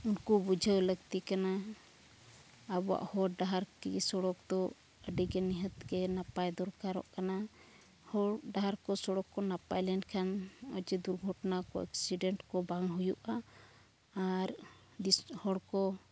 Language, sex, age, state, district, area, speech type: Santali, female, 45-60, Jharkhand, East Singhbhum, rural, spontaneous